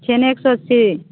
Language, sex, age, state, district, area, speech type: Hindi, female, 30-45, Uttar Pradesh, Varanasi, rural, conversation